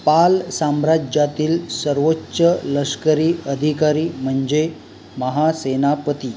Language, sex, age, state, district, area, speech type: Marathi, male, 45-60, Maharashtra, Palghar, rural, read